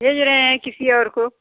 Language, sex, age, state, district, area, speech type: Hindi, female, 30-45, Uttar Pradesh, Bhadohi, rural, conversation